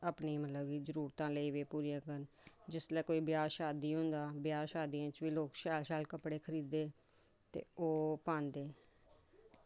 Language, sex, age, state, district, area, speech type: Dogri, female, 30-45, Jammu and Kashmir, Samba, rural, spontaneous